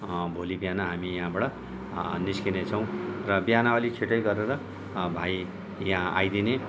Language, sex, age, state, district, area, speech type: Nepali, male, 60+, West Bengal, Jalpaiguri, rural, spontaneous